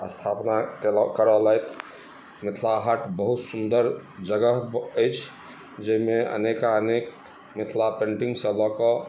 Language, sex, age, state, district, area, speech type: Maithili, male, 45-60, Bihar, Madhubani, rural, spontaneous